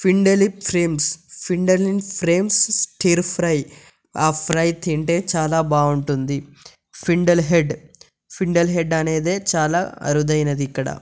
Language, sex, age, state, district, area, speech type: Telugu, male, 18-30, Telangana, Yadadri Bhuvanagiri, urban, spontaneous